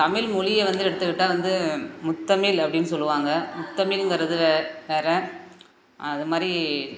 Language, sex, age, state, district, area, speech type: Tamil, female, 30-45, Tamil Nadu, Perambalur, rural, spontaneous